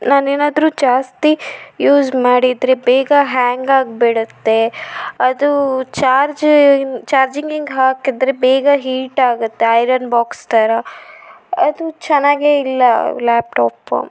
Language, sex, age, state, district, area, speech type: Kannada, female, 30-45, Karnataka, Shimoga, rural, spontaneous